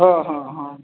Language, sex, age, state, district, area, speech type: Maithili, male, 45-60, Bihar, Madhubani, rural, conversation